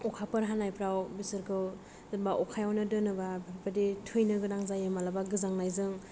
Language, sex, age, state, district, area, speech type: Bodo, female, 18-30, Assam, Kokrajhar, rural, spontaneous